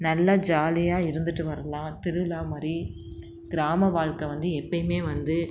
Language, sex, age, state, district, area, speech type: Tamil, female, 30-45, Tamil Nadu, Tiruchirappalli, rural, spontaneous